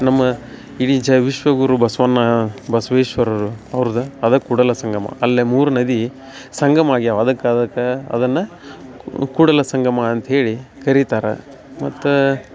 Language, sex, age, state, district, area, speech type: Kannada, male, 30-45, Karnataka, Dharwad, rural, spontaneous